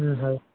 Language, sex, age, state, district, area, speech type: Assamese, male, 18-30, Assam, Majuli, urban, conversation